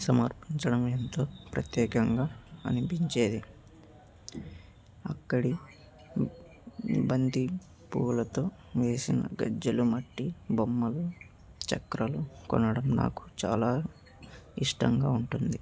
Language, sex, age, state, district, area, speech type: Telugu, male, 18-30, Andhra Pradesh, Annamaya, rural, spontaneous